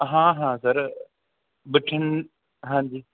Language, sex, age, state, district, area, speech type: Punjabi, male, 18-30, Punjab, Bathinda, rural, conversation